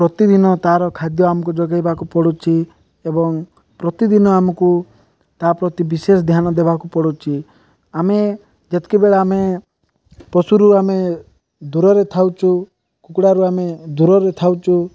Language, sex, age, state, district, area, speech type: Odia, male, 18-30, Odisha, Nabarangpur, urban, spontaneous